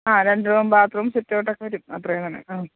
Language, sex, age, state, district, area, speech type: Malayalam, female, 45-60, Kerala, Thiruvananthapuram, urban, conversation